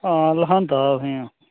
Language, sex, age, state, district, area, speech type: Dogri, male, 18-30, Jammu and Kashmir, Udhampur, rural, conversation